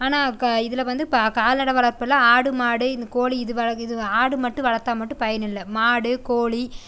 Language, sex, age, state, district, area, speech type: Tamil, female, 18-30, Tamil Nadu, Coimbatore, rural, spontaneous